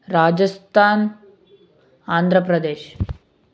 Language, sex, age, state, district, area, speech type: Kannada, male, 18-30, Karnataka, Shimoga, rural, spontaneous